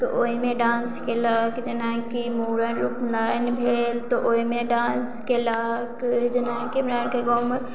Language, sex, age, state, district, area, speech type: Maithili, female, 30-45, Bihar, Madhubani, rural, spontaneous